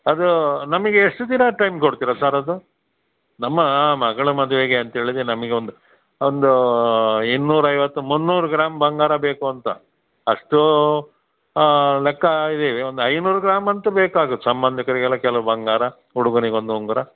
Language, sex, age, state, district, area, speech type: Kannada, male, 60+, Karnataka, Dakshina Kannada, rural, conversation